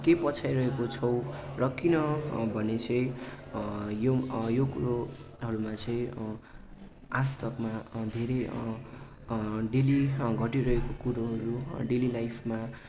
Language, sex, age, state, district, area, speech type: Nepali, male, 18-30, West Bengal, Darjeeling, rural, spontaneous